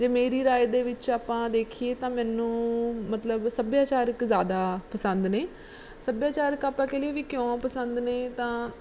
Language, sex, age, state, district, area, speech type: Punjabi, female, 30-45, Punjab, Mansa, urban, spontaneous